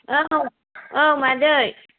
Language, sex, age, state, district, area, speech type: Bodo, female, 18-30, Assam, Kokrajhar, rural, conversation